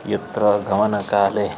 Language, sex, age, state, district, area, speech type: Sanskrit, male, 30-45, Karnataka, Uttara Kannada, urban, spontaneous